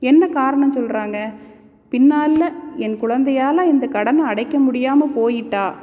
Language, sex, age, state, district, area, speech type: Tamil, female, 30-45, Tamil Nadu, Salem, urban, spontaneous